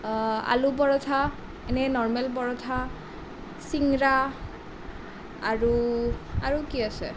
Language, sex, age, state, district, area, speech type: Assamese, female, 18-30, Assam, Nalbari, rural, spontaneous